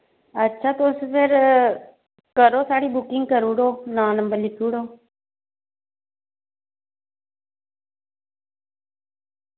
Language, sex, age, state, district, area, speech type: Dogri, female, 30-45, Jammu and Kashmir, Reasi, rural, conversation